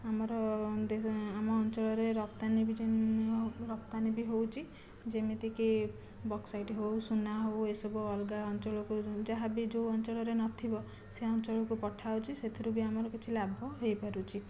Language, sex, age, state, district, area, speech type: Odia, female, 18-30, Odisha, Jajpur, rural, spontaneous